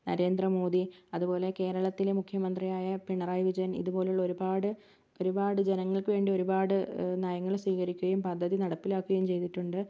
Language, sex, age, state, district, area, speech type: Malayalam, female, 45-60, Kerala, Wayanad, rural, spontaneous